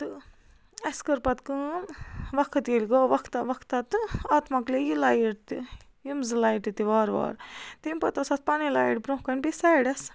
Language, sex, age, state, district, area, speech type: Kashmiri, female, 45-60, Jammu and Kashmir, Baramulla, rural, spontaneous